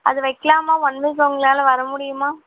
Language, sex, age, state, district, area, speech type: Tamil, female, 18-30, Tamil Nadu, Chennai, urban, conversation